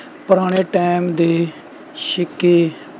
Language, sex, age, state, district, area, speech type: Punjabi, male, 18-30, Punjab, Mohali, rural, spontaneous